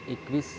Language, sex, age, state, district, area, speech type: Marathi, male, 18-30, Maharashtra, Nagpur, rural, spontaneous